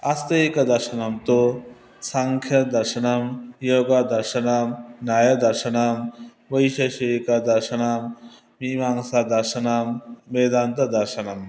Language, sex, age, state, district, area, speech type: Sanskrit, male, 30-45, West Bengal, Dakshin Dinajpur, urban, spontaneous